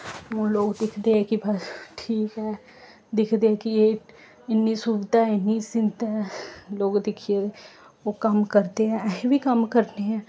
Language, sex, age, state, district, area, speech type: Dogri, female, 18-30, Jammu and Kashmir, Samba, rural, spontaneous